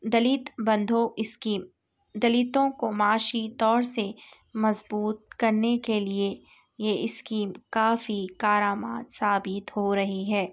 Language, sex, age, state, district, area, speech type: Urdu, female, 18-30, Telangana, Hyderabad, urban, spontaneous